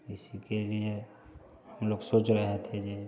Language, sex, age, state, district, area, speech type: Hindi, male, 45-60, Bihar, Samastipur, urban, spontaneous